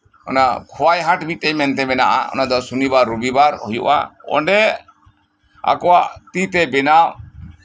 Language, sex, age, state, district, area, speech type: Santali, male, 60+, West Bengal, Birbhum, rural, spontaneous